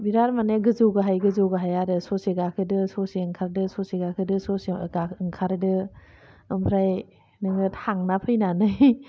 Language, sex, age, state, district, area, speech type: Bodo, female, 45-60, Assam, Kokrajhar, urban, spontaneous